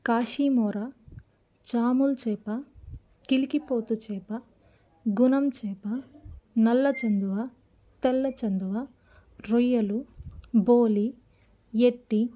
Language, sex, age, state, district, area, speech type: Telugu, female, 18-30, Andhra Pradesh, Nellore, rural, spontaneous